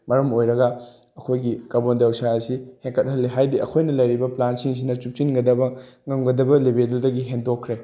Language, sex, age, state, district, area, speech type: Manipuri, male, 18-30, Manipur, Bishnupur, rural, spontaneous